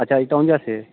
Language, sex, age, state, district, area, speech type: Hindi, male, 45-60, Uttar Pradesh, Lucknow, rural, conversation